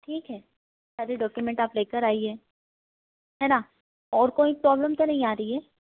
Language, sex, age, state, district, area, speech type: Hindi, female, 18-30, Madhya Pradesh, Harda, urban, conversation